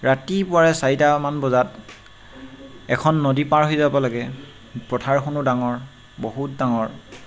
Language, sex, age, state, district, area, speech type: Assamese, male, 18-30, Assam, Tinsukia, urban, spontaneous